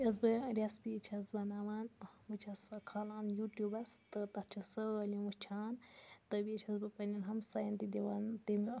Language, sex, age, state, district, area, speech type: Kashmiri, female, 18-30, Jammu and Kashmir, Budgam, rural, spontaneous